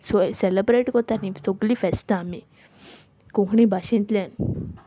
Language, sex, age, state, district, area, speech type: Goan Konkani, female, 18-30, Goa, Salcete, rural, spontaneous